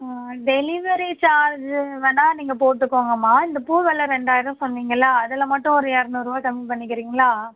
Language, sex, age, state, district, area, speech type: Tamil, female, 18-30, Tamil Nadu, Tiruvarur, rural, conversation